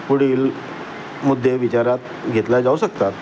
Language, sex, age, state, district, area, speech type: Marathi, male, 45-60, Maharashtra, Nagpur, urban, spontaneous